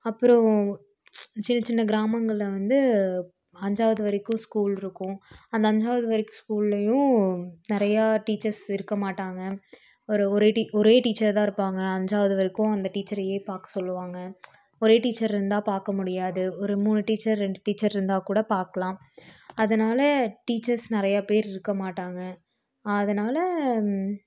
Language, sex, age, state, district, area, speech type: Tamil, female, 18-30, Tamil Nadu, Coimbatore, rural, spontaneous